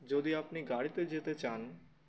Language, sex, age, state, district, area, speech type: Bengali, male, 18-30, West Bengal, Uttar Dinajpur, urban, spontaneous